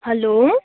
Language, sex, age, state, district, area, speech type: Nepali, female, 18-30, West Bengal, Kalimpong, rural, conversation